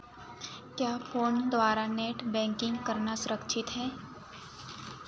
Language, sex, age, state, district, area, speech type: Hindi, female, 18-30, Madhya Pradesh, Chhindwara, urban, read